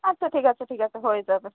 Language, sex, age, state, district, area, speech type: Bengali, female, 18-30, West Bengal, South 24 Parganas, urban, conversation